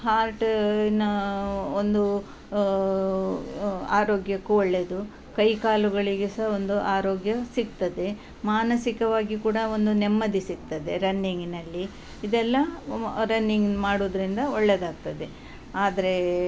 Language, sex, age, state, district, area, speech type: Kannada, female, 60+, Karnataka, Udupi, rural, spontaneous